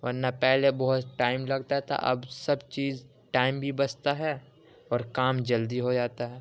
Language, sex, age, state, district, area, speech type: Urdu, male, 18-30, Uttar Pradesh, Ghaziabad, urban, spontaneous